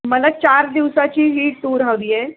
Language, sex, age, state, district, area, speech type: Marathi, female, 45-60, Maharashtra, Sangli, rural, conversation